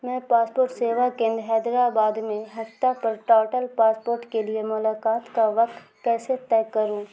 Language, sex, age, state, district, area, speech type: Urdu, female, 30-45, Bihar, Supaul, rural, read